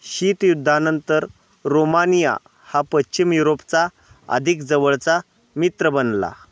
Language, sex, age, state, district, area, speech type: Marathi, male, 30-45, Maharashtra, Osmanabad, rural, read